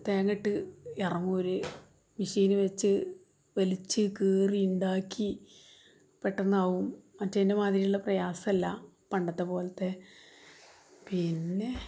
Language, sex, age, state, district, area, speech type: Malayalam, female, 45-60, Kerala, Malappuram, rural, spontaneous